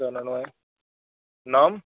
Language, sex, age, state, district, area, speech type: Hindi, male, 18-30, Rajasthan, Nagaur, urban, conversation